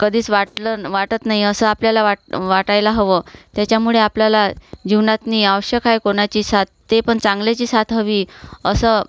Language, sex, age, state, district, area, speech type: Marathi, female, 45-60, Maharashtra, Washim, rural, spontaneous